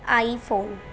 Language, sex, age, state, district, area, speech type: Urdu, female, 18-30, Uttar Pradesh, Gautam Buddha Nagar, urban, read